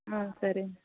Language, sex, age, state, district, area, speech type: Kannada, female, 30-45, Karnataka, Davanagere, rural, conversation